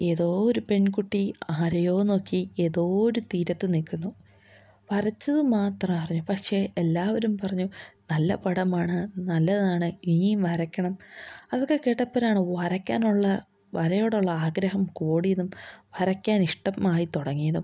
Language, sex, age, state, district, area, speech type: Malayalam, female, 18-30, Kerala, Idukki, rural, spontaneous